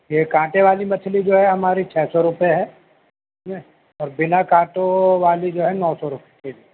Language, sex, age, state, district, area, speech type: Urdu, male, 60+, Delhi, Central Delhi, urban, conversation